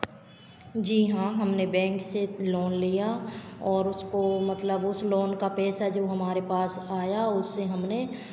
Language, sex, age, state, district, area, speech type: Hindi, female, 45-60, Madhya Pradesh, Hoshangabad, urban, spontaneous